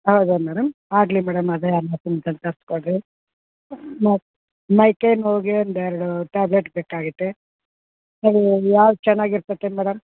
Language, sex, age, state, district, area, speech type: Kannada, female, 45-60, Karnataka, Bellary, urban, conversation